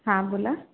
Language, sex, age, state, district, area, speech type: Marathi, female, 30-45, Maharashtra, Nagpur, rural, conversation